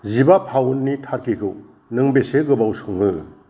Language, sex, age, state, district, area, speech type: Bodo, male, 60+, Assam, Kokrajhar, rural, read